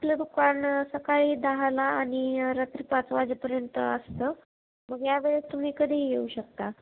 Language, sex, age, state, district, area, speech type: Marathi, female, 18-30, Maharashtra, Osmanabad, rural, conversation